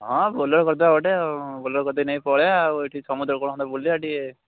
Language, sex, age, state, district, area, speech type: Odia, male, 18-30, Odisha, Jagatsinghpur, urban, conversation